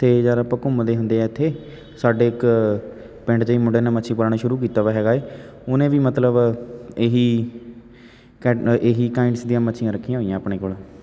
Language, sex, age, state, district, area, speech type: Punjabi, male, 18-30, Punjab, Shaheed Bhagat Singh Nagar, urban, spontaneous